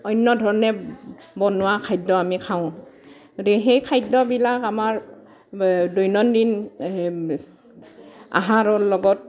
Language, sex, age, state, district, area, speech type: Assamese, female, 60+, Assam, Barpeta, rural, spontaneous